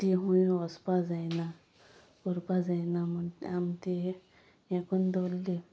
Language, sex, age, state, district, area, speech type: Goan Konkani, female, 30-45, Goa, Sanguem, rural, spontaneous